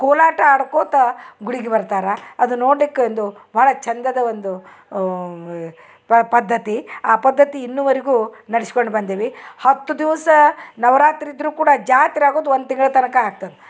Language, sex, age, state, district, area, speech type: Kannada, female, 60+, Karnataka, Dharwad, rural, spontaneous